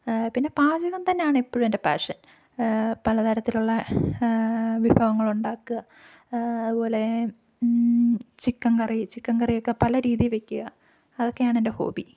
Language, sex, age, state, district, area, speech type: Malayalam, female, 18-30, Kerala, Idukki, rural, spontaneous